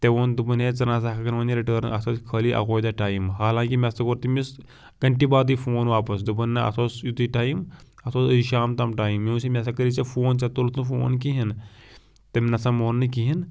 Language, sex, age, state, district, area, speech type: Kashmiri, male, 18-30, Jammu and Kashmir, Pulwama, rural, spontaneous